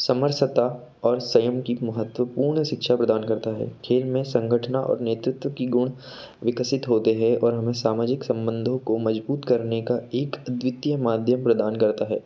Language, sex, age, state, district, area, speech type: Hindi, male, 18-30, Madhya Pradesh, Betul, urban, spontaneous